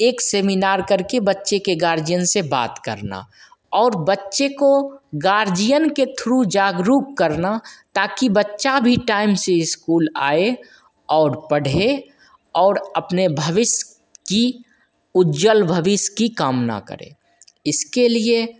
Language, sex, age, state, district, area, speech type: Hindi, male, 30-45, Bihar, Begusarai, rural, spontaneous